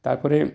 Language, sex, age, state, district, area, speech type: Bengali, male, 45-60, West Bengal, Purulia, rural, spontaneous